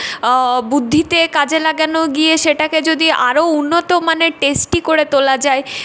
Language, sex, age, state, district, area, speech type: Bengali, female, 18-30, West Bengal, Purulia, rural, spontaneous